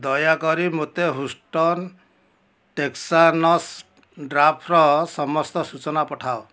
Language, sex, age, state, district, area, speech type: Odia, male, 60+, Odisha, Kendujhar, urban, read